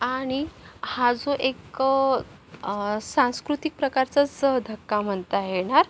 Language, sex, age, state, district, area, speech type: Marathi, female, 45-60, Maharashtra, Yavatmal, urban, spontaneous